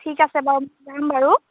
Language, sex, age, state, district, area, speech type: Assamese, female, 18-30, Assam, Biswanath, rural, conversation